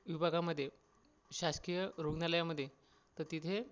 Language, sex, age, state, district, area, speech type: Marathi, male, 30-45, Maharashtra, Akola, urban, spontaneous